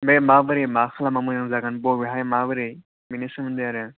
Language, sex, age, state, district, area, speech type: Bodo, male, 18-30, Assam, Kokrajhar, rural, conversation